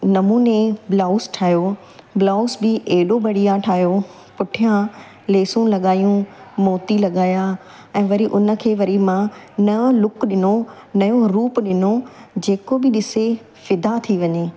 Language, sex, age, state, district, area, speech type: Sindhi, female, 45-60, Gujarat, Surat, urban, spontaneous